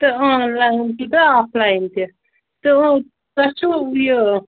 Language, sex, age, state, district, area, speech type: Kashmiri, female, 18-30, Jammu and Kashmir, Pulwama, rural, conversation